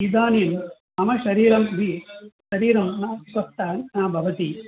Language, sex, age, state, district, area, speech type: Sanskrit, male, 60+, Tamil Nadu, Coimbatore, urban, conversation